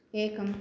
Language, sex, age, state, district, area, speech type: Sanskrit, female, 60+, Andhra Pradesh, Krishna, urban, read